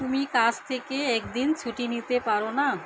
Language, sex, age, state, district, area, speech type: Bengali, female, 30-45, West Bengal, Alipurduar, rural, read